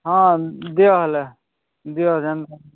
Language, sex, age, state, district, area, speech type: Odia, male, 18-30, Odisha, Kalahandi, rural, conversation